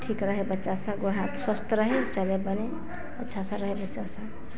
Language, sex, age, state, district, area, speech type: Hindi, female, 60+, Bihar, Vaishali, rural, spontaneous